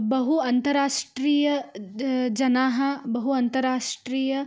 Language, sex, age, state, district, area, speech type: Sanskrit, female, 18-30, Karnataka, Belgaum, urban, spontaneous